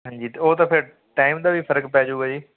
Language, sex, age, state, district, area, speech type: Punjabi, male, 18-30, Punjab, Fazilka, rural, conversation